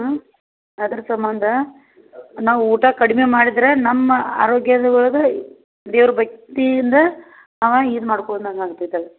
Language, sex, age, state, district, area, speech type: Kannada, female, 60+, Karnataka, Belgaum, urban, conversation